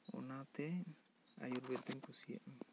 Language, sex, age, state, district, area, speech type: Santali, male, 18-30, West Bengal, Bankura, rural, spontaneous